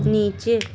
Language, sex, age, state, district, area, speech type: Urdu, female, 45-60, Uttar Pradesh, Lucknow, rural, read